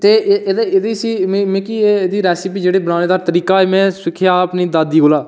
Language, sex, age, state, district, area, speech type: Dogri, male, 18-30, Jammu and Kashmir, Udhampur, rural, spontaneous